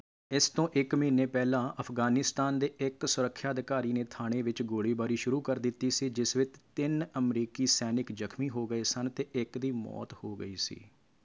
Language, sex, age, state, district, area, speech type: Punjabi, male, 30-45, Punjab, Rupnagar, urban, read